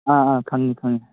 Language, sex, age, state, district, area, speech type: Manipuri, male, 18-30, Manipur, Kangpokpi, urban, conversation